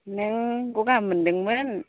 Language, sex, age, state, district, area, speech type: Bodo, female, 30-45, Assam, Baksa, rural, conversation